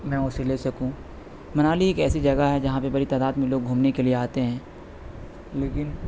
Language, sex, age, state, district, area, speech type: Urdu, male, 18-30, Delhi, North West Delhi, urban, spontaneous